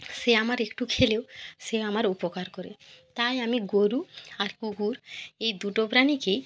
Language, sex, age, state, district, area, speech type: Bengali, female, 18-30, West Bengal, North 24 Parganas, rural, spontaneous